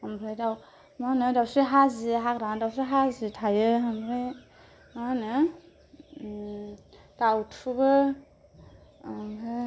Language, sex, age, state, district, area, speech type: Bodo, female, 18-30, Assam, Kokrajhar, urban, spontaneous